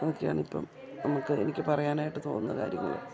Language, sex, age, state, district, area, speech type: Malayalam, female, 60+, Kerala, Idukki, rural, spontaneous